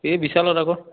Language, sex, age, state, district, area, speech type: Assamese, male, 30-45, Assam, Dhemaji, rural, conversation